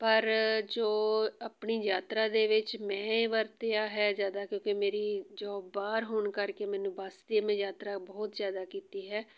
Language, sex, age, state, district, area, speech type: Punjabi, female, 45-60, Punjab, Amritsar, urban, spontaneous